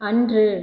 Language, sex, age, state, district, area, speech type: Tamil, female, 30-45, Tamil Nadu, Tiruchirappalli, rural, read